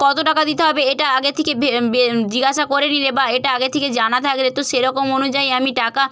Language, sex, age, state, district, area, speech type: Bengali, female, 30-45, West Bengal, Purba Medinipur, rural, spontaneous